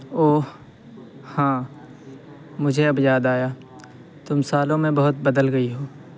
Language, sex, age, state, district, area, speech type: Urdu, male, 18-30, Uttar Pradesh, Saharanpur, urban, read